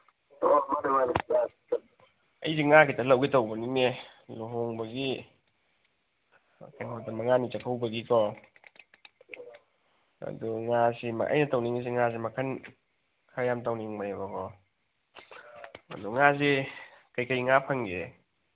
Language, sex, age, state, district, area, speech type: Manipuri, male, 30-45, Manipur, Thoubal, rural, conversation